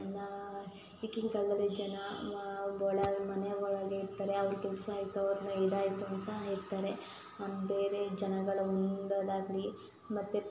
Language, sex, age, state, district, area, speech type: Kannada, female, 18-30, Karnataka, Hassan, rural, spontaneous